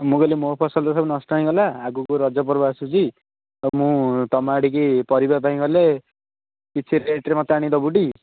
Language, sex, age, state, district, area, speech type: Odia, male, 18-30, Odisha, Puri, urban, conversation